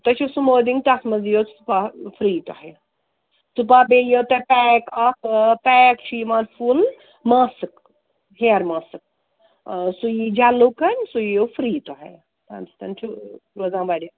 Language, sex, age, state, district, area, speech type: Kashmiri, female, 30-45, Jammu and Kashmir, Srinagar, rural, conversation